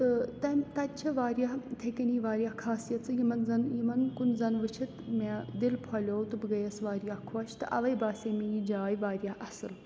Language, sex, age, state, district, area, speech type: Kashmiri, female, 18-30, Jammu and Kashmir, Srinagar, urban, spontaneous